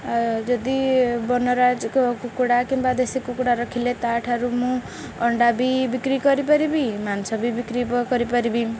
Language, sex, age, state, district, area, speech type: Odia, female, 18-30, Odisha, Jagatsinghpur, urban, spontaneous